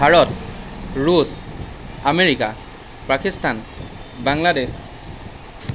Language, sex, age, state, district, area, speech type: Assamese, male, 45-60, Assam, Lakhimpur, rural, spontaneous